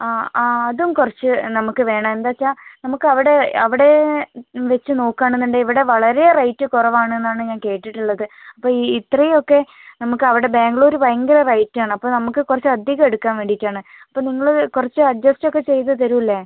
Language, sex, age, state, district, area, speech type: Malayalam, female, 30-45, Kerala, Kozhikode, rural, conversation